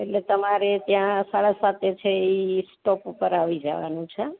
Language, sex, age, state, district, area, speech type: Gujarati, female, 45-60, Gujarat, Amreli, urban, conversation